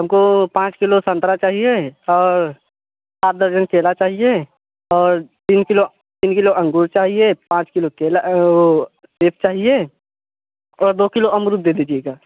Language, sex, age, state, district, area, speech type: Hindi, male, 18-30, Uttar Pradesh, Mirzapur, rural, conversation